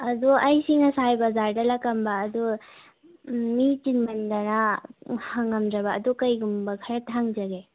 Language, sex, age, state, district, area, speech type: Manipuri, female, 18-30, Manipur, Bishnupur, rural, conversation